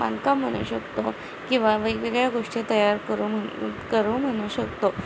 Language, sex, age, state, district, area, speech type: Marathi, female, 18-30, Maharashtra, Satara, rural, spontaneous